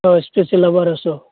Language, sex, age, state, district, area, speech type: Bodo, male, 45-60, Assam, Baksa, urban, conversation